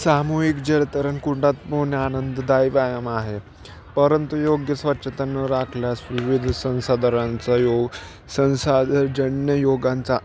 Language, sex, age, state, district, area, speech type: Marathi, male, 18-30, Maharashtra, Nashik, urban, spontaneous